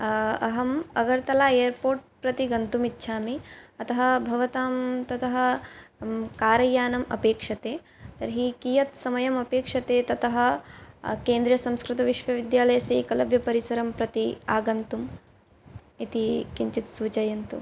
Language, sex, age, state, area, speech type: Sanskrit, female, 18-30, Assam, rural, spontaneous